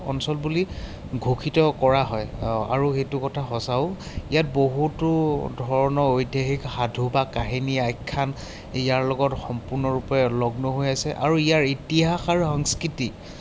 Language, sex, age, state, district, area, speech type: Assamese, male, 30-45, Assam, Sivasagar, urban, spontaneous